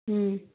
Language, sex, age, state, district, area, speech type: Odia, female, 18-30, Odisha, Kendujhar, urban, conversation